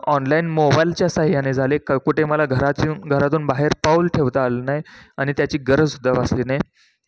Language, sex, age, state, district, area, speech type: Marathi, male, 18-30, Maharashtra, Satara, rural, spontaneous